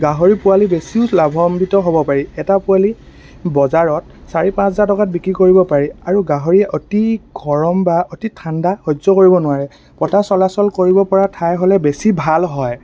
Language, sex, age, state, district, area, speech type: Assamese, male, 18-30, Assam, Dhemaji, rural, spontaneous